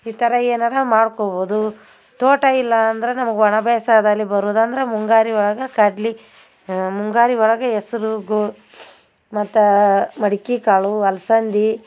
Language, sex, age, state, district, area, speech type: Kannada, female, 45-60, Karnataka, Gadag, rural, spontaneous